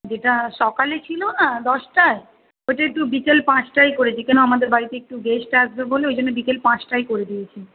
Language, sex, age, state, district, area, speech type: Bengali, female, 30-45, West Bengal, Kolkata, urban, conversation